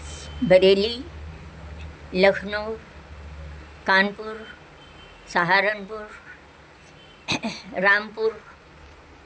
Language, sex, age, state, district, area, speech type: Urdu, female, 60+, Delhi, North East Delhi, urban, spontaneous